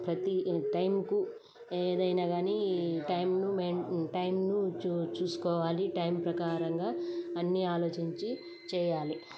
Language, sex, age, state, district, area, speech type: Telugu, female, 30-45, Telangana, Peddapalli, rural, spontaneous